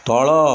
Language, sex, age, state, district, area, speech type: Odia, male, 60+, Odisha, Puri, urban, read